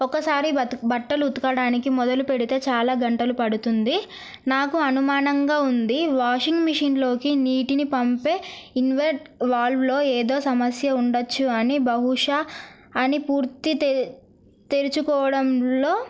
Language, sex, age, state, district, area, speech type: Telugu, female, 18-30, Telangana, Narayanpet, urban, spontaneous